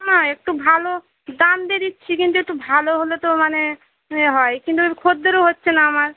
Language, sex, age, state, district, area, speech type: Bengali, female, 18-30, West Bengal, Howrah, urban, conversation